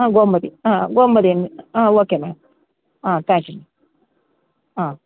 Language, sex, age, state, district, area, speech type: Tamil, female, 60+, Tamil Nadu, Tenkasi, urban, conversation